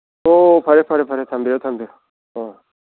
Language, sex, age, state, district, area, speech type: Manipuri, male, 60+, Manipur, Thoubal, rural, conversation